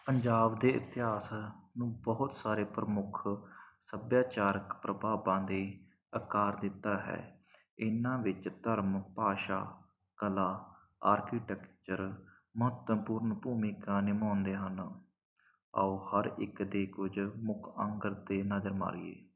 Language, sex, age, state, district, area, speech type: Punjabi, male, 30-45, Punjab, Mansa, urban, spontaneous